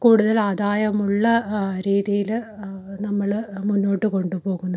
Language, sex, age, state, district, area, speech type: Malayalam, female, 30-45, Kerala, Malappuram, rural, spontaneous